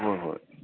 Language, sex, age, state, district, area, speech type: Manipuri, male, 30-45, Manipur, Kangpokpi, urban, conversation